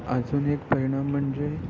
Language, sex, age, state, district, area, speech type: Marathi, male, 18-30, Maharashtra, Ratnagiri, rural, spontaneous